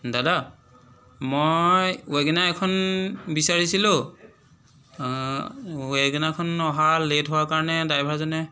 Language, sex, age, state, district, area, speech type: Assamese, male, 30-45, Assam, Dhemaji, rural, spontaneous